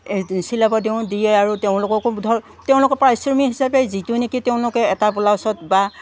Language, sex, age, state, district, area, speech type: Assamese, female, 60+, Assam, Udalguri, rural, spontaneous